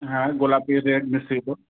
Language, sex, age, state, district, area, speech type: Bengali, male, 18-30, West Bengal, Murshidabad, urban, conversation